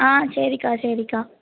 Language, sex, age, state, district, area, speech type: Tamil, female, 18-30, Tamil Nadu, Thoothukudi, rural, conversation